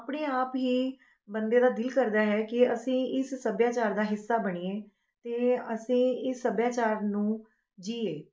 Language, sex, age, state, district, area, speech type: Punjabi, female, 30-45, Punjab, Rupnagar, urban, spontaneous